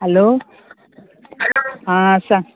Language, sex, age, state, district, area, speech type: Goan Konkani, female, 45-60, Goa, Murmgao, rural, conversation